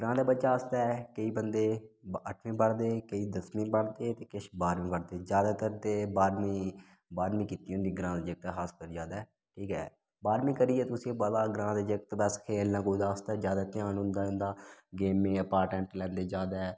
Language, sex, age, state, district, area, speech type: Dogri, male, 18-30, Jammu and Kashmir, Udhampur, rural, spontaneous